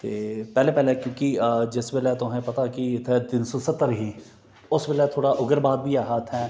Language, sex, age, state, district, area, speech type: Dogri, male, 30-45, Jammu and Kashmir, Reasi, urban, spontaneous